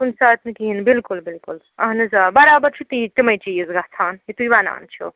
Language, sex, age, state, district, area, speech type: Kashmiri, female, 45-60, Jammu and Kashmir, Srinagar, urban, conversation